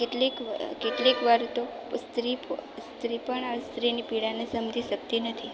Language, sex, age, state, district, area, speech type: Gujarati, female, 18-30, Gujarat, Valsad, rural, spontaneous